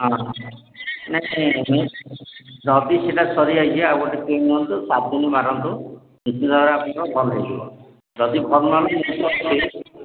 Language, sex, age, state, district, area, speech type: Odia, male, 60+, Odisha, Angul, rural, conversation